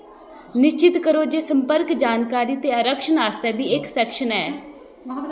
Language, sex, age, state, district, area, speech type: Dogri, female, 30-45, Jammu and Kashmir, Udhampur, rural, read